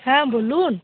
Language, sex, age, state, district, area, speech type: Bengali, female, 18-30, West Bengal, Cooch Behar, urban, conversation